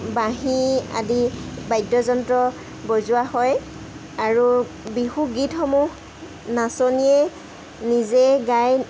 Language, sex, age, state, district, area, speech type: Assamese, female, 30-45, Assam, Jorhat, urban, spontaneous